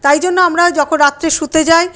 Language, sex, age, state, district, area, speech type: Bengali, female, 60+, West Bengal, Paschim Bardhaman, urban, spontaneous